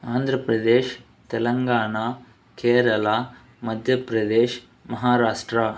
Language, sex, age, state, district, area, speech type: Telugu, male, 45-60, Andhra Pradesh, Chittoor, urban, spontaneous